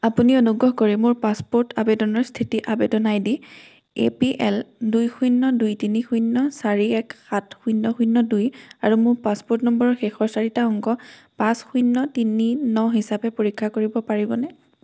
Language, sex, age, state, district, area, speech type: Assamese, female, 18-30, Assam, Majuli, urban, read